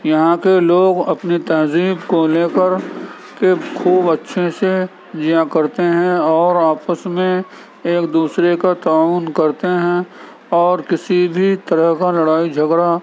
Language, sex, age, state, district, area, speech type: Urdu, male, 30-45, Uttar Pradesh, Gautam Buddha Nagar, rural, spontaneous